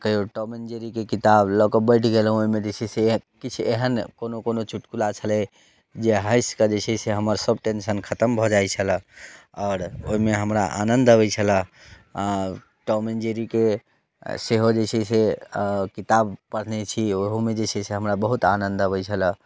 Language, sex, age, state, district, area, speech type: Maithili, male, 30-45, Bihar, Muzaffarpur, rural, spontaneous